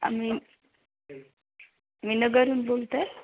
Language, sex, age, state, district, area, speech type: Marathi, female, 18-30, Maharashtra, Beed, urban, conversation